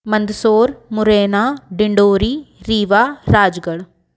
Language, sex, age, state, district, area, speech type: Hindi, female, 30-45, Madhya Pradesh, Bhopal, urban, spontaneous